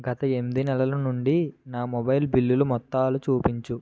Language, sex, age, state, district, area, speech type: Telugu, male, 18-30, Andhra Pradesh, West Godavari, rural, read